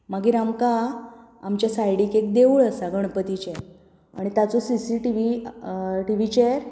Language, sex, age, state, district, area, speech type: Goan Konkani, female, 30-45, Goa, Bardez, rural, spontaneous